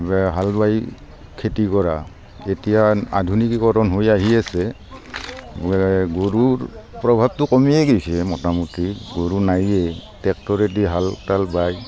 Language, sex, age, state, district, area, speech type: Assamese, male, 45-60, Assam, Barpeta, rural, spontaneous